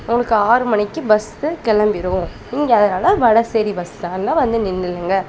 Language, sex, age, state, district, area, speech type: Tamil, female, 18-30, Tamil Nadu, Kanyakumari, rural, spontaneous